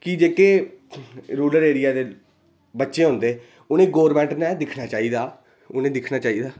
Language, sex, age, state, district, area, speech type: Dogri, male, 18-30, Jammu and Kashmir, Reasi, rural, spontaneous